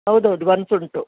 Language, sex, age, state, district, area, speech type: Kannada, female, 60+, Karnataka, Udupi, rural, conversation